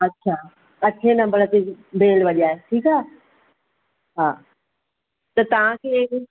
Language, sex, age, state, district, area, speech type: Sindhi, female, 45-60, Maharashtra, Thane, urban, conversation